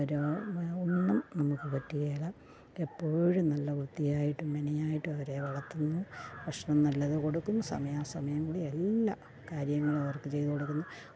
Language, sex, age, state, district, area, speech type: Malayalam, female, 45-60, Kerala, Pathanamthitta, rural, spontaneous